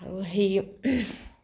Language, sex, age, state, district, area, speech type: Assamese, female, 18-30, Assam, Nagaon, rural, spontaneous